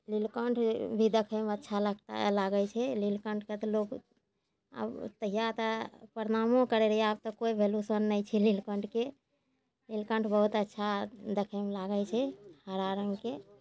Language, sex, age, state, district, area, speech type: Maithili, female, 60+, Bihar, Araria, rural, spontaneous